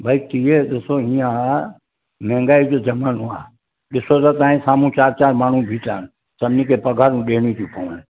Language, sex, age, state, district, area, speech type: Sindhi, male, 60+, Maharashtra, Mumbai Suburban, urban, conversation